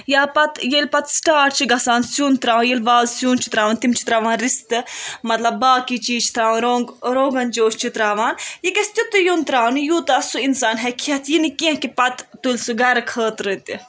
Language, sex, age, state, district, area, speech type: Kashmiri, female, 18-30, Jammu and Kashmir, Budgam, rural, spontaneous